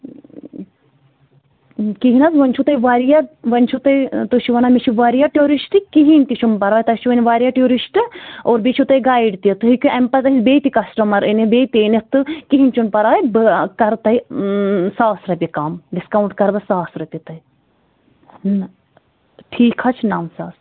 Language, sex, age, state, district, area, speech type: Kashmiri, female, 30-45, Jammu and Kashmir, Bandipora, rural, conversation